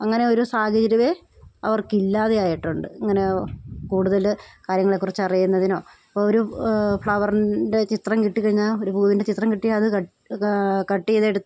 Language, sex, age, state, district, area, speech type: Malayalam, female, 30-45, Kerala, Idukki, rural, spontaneous